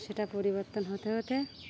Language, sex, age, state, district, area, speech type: Bengali, female, 18-30, West Bengal, Uttar Dinajpur, urban, spontaneous